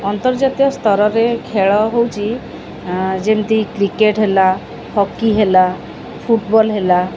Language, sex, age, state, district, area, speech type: Odia, female, 45-60, Odisha, Sundergarh, urban, spontaneous